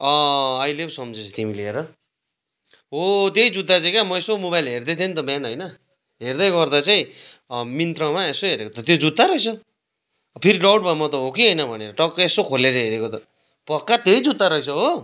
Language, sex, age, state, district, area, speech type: Nepali, male, 30-45, West Bengal, Kalimpong, rural, spontaneous